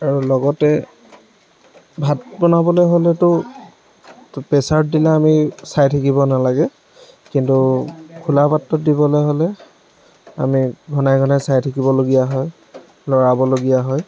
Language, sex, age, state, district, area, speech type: Assamese, male, 18-30, Assam, Lakhimpur, rural, spontaneous